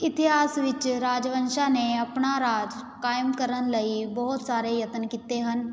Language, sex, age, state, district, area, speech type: Punjabi, female, 18-30, Punjab, Patiala, urban, spontaneous